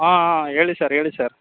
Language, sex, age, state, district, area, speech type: Kannada, male, 30-45, Karnataka, Chamarajanagar, rural, conversation